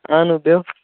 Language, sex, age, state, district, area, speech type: Kashmiri, male, 18-30, Jammu and Kashmir, Kupwara, rural, conversation